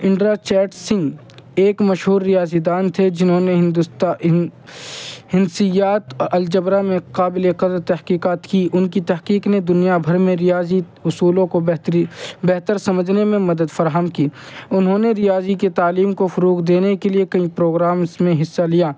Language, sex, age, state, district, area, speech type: Urdu, male, 30-45, Uttar Pradesh, Muzaffarnagar, urban, spontaneous